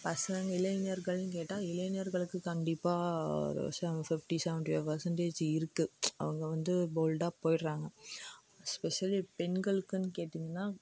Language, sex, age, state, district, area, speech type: Tamil, female, 18-30, Tamil Nadu, Dharmapuri, rural, spontaneous